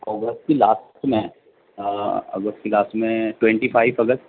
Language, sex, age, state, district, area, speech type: Urdu, male, 30-45, Delhi, Central Delhi, urban, conversation